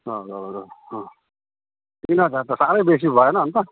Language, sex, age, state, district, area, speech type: Nepali, male, 60+, West Bengal, Kalimpong, rural, conversation